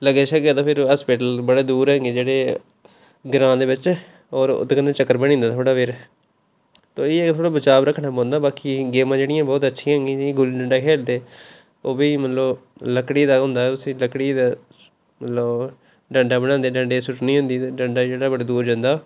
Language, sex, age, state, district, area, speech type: Dogri, male, 30-45, Jammu and Kashmir, Udhampur, rural, spontaneous